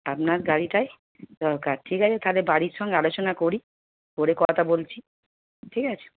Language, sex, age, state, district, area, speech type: Bengali, female, 30-45, West Bengal, Darjeeling, rural, conversation